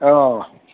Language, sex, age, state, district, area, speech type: Assamese, male, 60+, Assam, Golaghat, urban, conversation